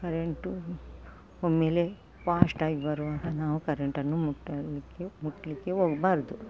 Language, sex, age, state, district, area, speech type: Kannada, female, 45-60, Karnataka, Udupi, rural, spontaneous